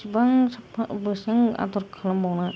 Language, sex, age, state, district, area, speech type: Bodo, female, 45-60, Assam, Kokrajhar, rural, spontaneous